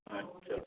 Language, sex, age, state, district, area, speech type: Hindi, male, 18-30, Rajasthan, Jaipur, urban, conversation